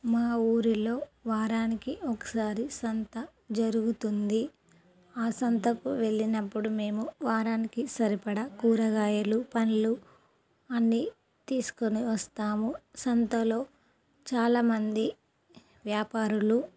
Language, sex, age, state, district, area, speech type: Telugu, female, 30-45, Telangana, Karimnagar, rural, spontaneous